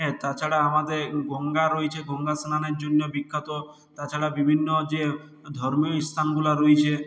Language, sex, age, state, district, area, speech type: Bengali, male, 60+, West Bengal, Purulia, rural, spontaneous